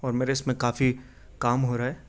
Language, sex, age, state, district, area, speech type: Urdu, male, 18-30, Delhi, Central Delhi, urban, spontaneous